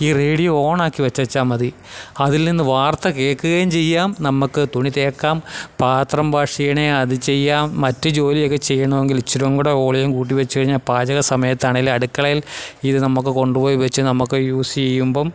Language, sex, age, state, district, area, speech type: Malayalam, male, 45-60, Kerala, Kottayam, urban, spontaneous